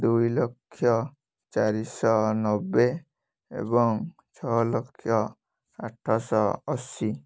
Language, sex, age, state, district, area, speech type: Odia, male, 18-30, Odisha, Kalahandi, rural, spontaneous